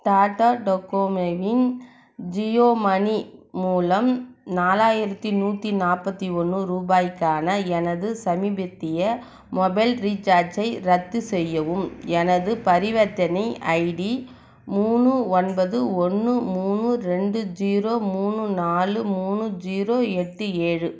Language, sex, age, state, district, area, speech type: Tamil, female, 30-45, Tamil Nadu, Viluppuram, rural, read